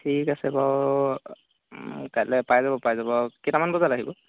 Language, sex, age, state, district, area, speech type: Assamese, male, 18-30, Assam, Golaghat, rural, conversation